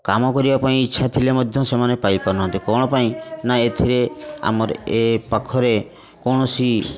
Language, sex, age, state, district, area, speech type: Odia, male, 45-60, Odisha, Mayurbhanj, rural, spontaneous